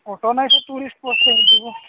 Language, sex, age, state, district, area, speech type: Odia, male, 45-60, Odisha, Nabarangpur, rural, conversation